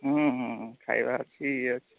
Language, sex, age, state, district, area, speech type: Odia, male, 45-60, Odisha, Sundergarh, rural, conversation